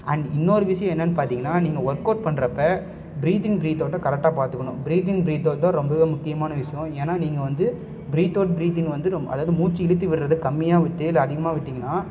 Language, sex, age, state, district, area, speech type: Tamil, male, 18-30, Tamil Nadu, Salem, urban, spontaneous